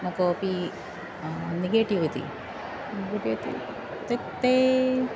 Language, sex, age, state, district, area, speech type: Sanskrit, female, 45-60, Maharashtra, Nagpur, urban, spontaneous